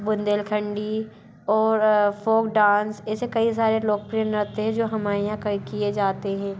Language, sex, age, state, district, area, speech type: Hindi, female, 30-45, Madhya Pradesh, Bhopal, urban, spontaneous